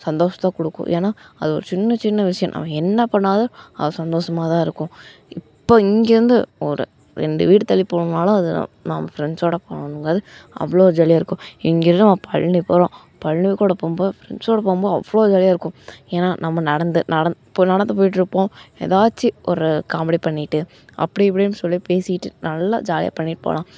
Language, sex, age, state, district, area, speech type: Tamil, female, 18-30, Tamil Nadu, Coimbatore, rural, spontaneous